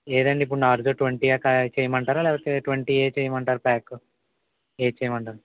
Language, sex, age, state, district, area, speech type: Telugu, male, 18-30, Andhra Pradesh, West Godavari, rural, conversation